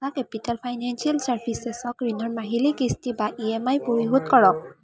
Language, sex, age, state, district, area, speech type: Assamese, female, 18-30, Assam, Kamrup Metropolitan, urban, read